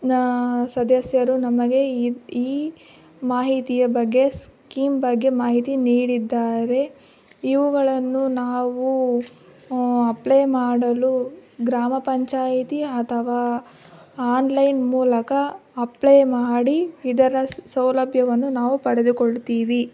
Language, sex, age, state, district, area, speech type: Kannada, female, 18-30, Karnataka, Chikkaballapur, rural, spontaneous